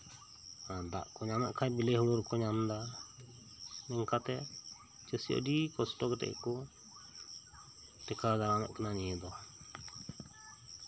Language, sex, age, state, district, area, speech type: Santali, male, 30-45, West Bengal, Birbhum, rural, spontaneous